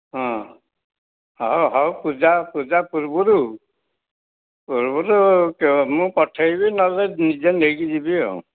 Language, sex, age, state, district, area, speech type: Odia, male, 60+, Odisha, Dhenkanal, rural, conversation